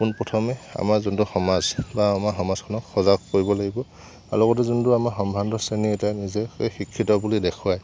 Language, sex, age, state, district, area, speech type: Assamese, male, 18-30, Assam, Lakhimpur, rural, spontaneous